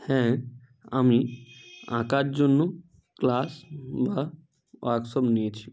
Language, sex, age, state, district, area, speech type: Bengali, male, 30-45, West Bengal, Hooghly, urban, spontaneous